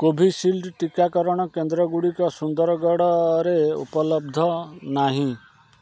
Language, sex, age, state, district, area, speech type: Odia, male, 45-60, Odisha, Kendrapara, urban, read